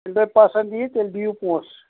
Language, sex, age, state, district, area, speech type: Kashmiri, male, 45-60, Jammu and Kashmir, Ganderbal, rural, conversation